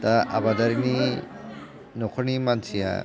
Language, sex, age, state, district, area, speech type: Bodo, male, 45-60, Assam, Chirang, urban, spontaneous